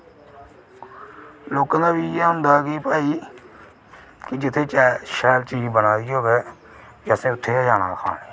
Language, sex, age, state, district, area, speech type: Dogri, male, 18-30, Jammu and Kashmir, Reasi, rural, spontaneous